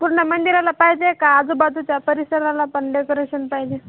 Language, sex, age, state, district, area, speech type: Marathi, female, 18-30, Maharashtra, Hingoli, urban, conversation